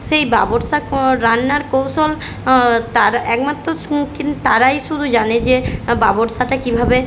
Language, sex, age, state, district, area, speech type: Bengali, female, 18-30, West Bengal, Jhargram, rural, spontaneous